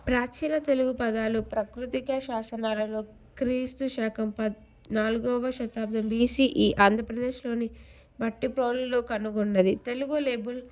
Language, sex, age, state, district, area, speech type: Telugu, female, 18-30, Telangana, Peddapalli, rural, spontaneous